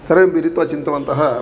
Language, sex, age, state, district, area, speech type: Sanskrit, male, 30-45, Telangana, Karimnagar, rural, spontaneous